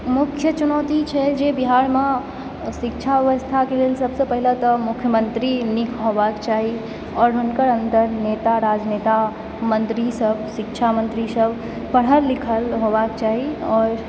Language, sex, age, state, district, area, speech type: Maithili, female, 18-30, Bihar, Supaul, urban, spontaneous